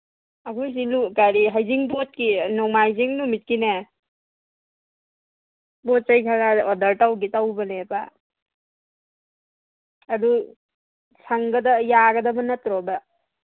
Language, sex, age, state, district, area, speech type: Manipuri, female, 30-45, Manipur, Imphal East, rural, conversation